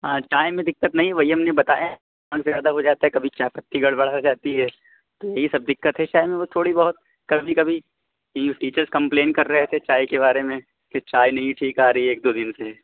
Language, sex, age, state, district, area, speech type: Urdu, male, 30-45, Uttar Pradesh, Lucknow, urban, conversation